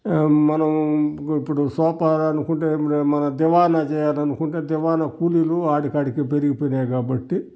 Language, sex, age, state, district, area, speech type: Telugu, male, 60+, Andhra Pradesh, Sri Balaji, urban, spontaneous